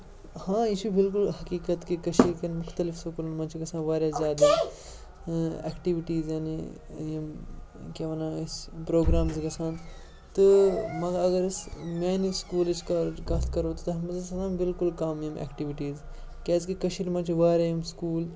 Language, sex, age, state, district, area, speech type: Kashmiri, male, 18-30, Jammu and Kashmir, Srinagar, rural, spontaneous